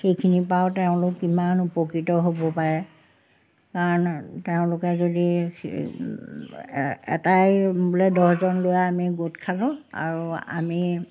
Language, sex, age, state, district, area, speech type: Assamese, female, 60+, Assam, Majuli, urban, spontaneous